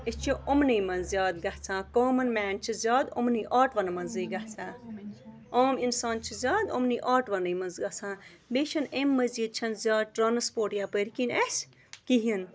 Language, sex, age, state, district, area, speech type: Kashmiri, female, 30-45, Jammu and Kashmir, Bandipora, rural, spontaneous